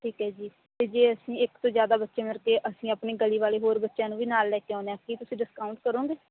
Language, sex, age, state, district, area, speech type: Punjabi, female, 18-30, Punjab, Bathinda, rural, conversation